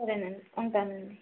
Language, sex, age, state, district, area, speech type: Telugu, female, 30-45, Andhra Pradesh, West Godavari, rural, conversation